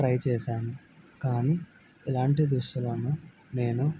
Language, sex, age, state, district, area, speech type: Telugu, male, 18-30, Andhra Pradesh, Kadapa, rural, spontaneous